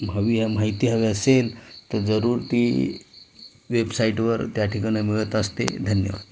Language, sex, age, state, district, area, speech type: Marathi, male, 30-45, Maharashtra, Ratnagiri, rural, spontaneous